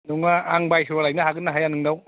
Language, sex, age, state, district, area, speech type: Bodo, male, 45-60, Assam, Kokrajhar, rural, conversation